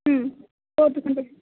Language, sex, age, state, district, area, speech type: Tamil, female, 18-30, Tamil Nadu, Mayiladuthurai, urban, conversation